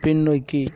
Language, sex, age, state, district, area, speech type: Tamil, male, 30-45, Tamil Nadu, Kallakurichi, rural, read